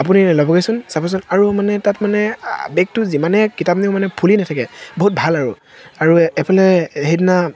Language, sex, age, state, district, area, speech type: Assamese, male, 18-30, Assam, Tinsukia, urban, spontaneous